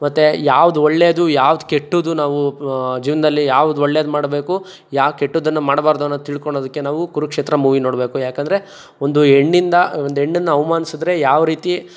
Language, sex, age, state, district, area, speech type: Kannada, male, 60+, Karnataka, Tumkur, rural, spontaneous